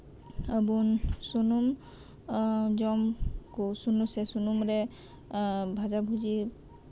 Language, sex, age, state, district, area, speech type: Santali, female, 30-45, West Bengal, Birbhum, rural, spontaneous